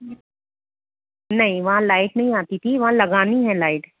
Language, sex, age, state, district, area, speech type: Hindi, male, 30-45, Rajasthan, Jaipur, urban, conversation